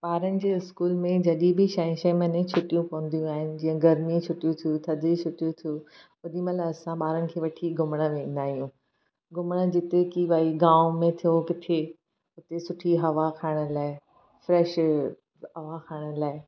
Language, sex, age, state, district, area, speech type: Sindhi, female, 30-45, Maharashtra, Thane, urban, spontaneous